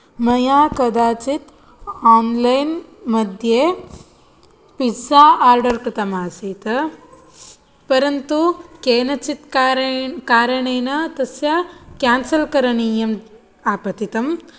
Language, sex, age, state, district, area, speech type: Sanskrit, female, 18-30, Karnataka, Shimoga, rural, spontaneous